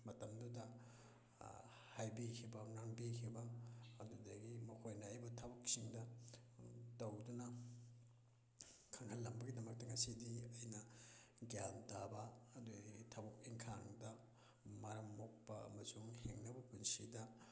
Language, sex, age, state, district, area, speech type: Manipuri, male, 30-45, Manipur, Thoubal, rural, spontaneous